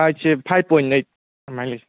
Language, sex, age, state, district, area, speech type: Manipuri, male, 18-30, Manipur, Kangpokpi, urban, conversation